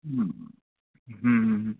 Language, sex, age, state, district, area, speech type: Bengali, male, 18-30, West Bengal, Murshidabad, urban, conversation